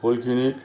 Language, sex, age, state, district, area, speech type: Assamese, male, 60+, Assam, Lakhimpur, urban, spontaneous